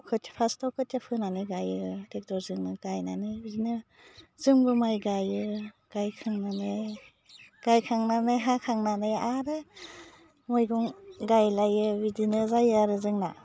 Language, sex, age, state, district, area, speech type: Bodo, female, 30-45, Assam, Udalguri, urban, spontaneous